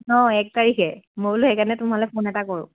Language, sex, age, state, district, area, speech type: Assamese, female, 18-30, Assam, Lakhimpur, rural, conversation